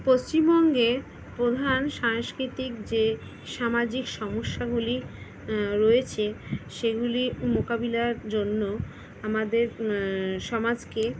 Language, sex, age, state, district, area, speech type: Bengali, female, 30-45, West Bengal, Kolkata, urban, spontaneous